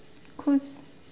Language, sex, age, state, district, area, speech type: Hindi, female, 18-30, Madhya Pradesh, Chhindwara, urban, read